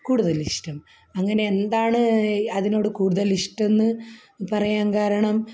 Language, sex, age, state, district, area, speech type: Malayalam, female, 45-60, Kerala, Kasaragod, rural, spontaneous